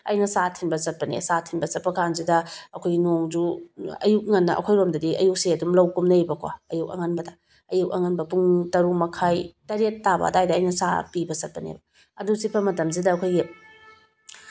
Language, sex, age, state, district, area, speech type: Manipuri, female, 30-45, Manipur, Bishnupur, rural, spontaneous